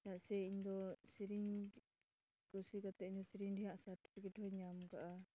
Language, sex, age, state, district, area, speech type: Santali, female, 30-45, West Bengal, Dakshin Dinajpur, rural, spontaneous